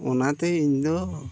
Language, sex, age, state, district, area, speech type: Santali, male, 60+, Odisha, Mayurbhanj, rural, spontaneous